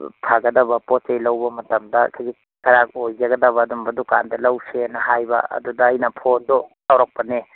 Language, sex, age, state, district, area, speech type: Manipuri, male, 45-60, Manipur, Imphal East, rural, conversation